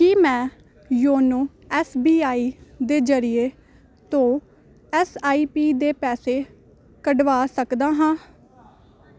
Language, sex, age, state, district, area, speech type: Punjabi, female, 18-30, Punjab, Hoshiarpur, urban, read